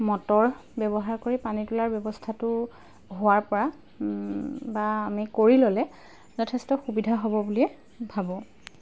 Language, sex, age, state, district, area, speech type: Assamese, female, 30-45, Assam, Golaghat, urban, spontaneous